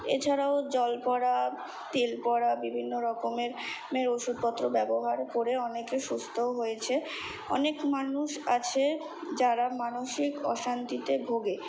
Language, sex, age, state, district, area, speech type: Bengali, female, 18-30, West Bengal, Kolkata, urban, spontaneous